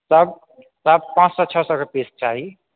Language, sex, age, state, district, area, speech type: Maithili, male, 30-45, Bihar, Purnia, rural, conversation